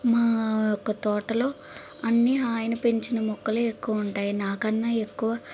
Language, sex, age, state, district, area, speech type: Telugu, female, 18-30, Andhra Pradesh, Palnadu, urban, spontaneous